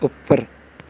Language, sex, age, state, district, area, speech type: Punjabi, male, 18-30, Punjab, Shaheed Bhagat Singh Nagar, rural, read